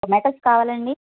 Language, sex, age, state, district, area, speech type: Telugu, female, 45-60, Andhra Pradesh, N T Rama Rao, rural, conversation